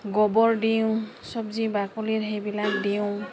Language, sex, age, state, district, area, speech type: Assamese, female, 30-45, Assam, Kamrup Metropolitan, urban, spontaneous